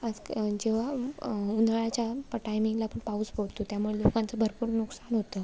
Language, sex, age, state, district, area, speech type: Marathi, female, 18-30, Maharashtra, Sindhudurg, rural, spontaneous